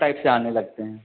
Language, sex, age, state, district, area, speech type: Hindi, male, 30-45, Uttar Pradesh, Hardoi, rural, conversation